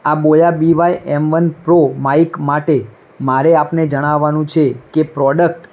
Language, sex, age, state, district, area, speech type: Gujarati, male, 18-30, Gujarat, Mehsana, rural, spontaneous